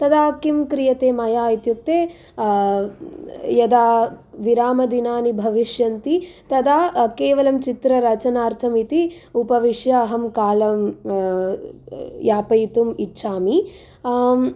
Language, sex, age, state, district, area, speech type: Sanskrit, female, 18-30, Andhra Pradesh, Guntur, urban, spontaneous